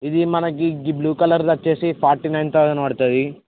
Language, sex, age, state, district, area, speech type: Telugu, male, 18-30, Telangana, Mancherial, rural, conversation